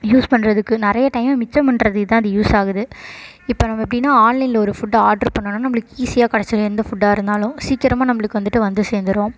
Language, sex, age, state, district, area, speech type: Tamil, female, 18-30, Tamil Nadu, Tiruchirappalli, rural, spontaneous